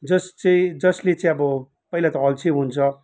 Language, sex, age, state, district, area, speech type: Nepali, male, 45-60, West Bengal, Kalimpong, rural, spontaneous